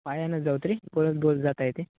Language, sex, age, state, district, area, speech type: Marathi, male, 18-30, Maharashtra, Nanded, rural, conversation